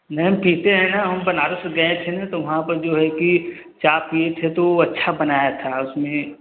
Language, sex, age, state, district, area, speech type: Hindi, male, 30-45, Uttar Pradesh, Varanasi, urban, conversation